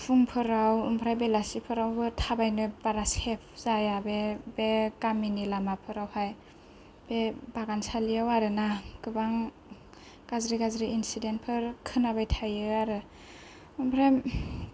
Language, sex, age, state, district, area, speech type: Bodo, female, 18-30, Assam, Kokrajhar, rural, spontaneous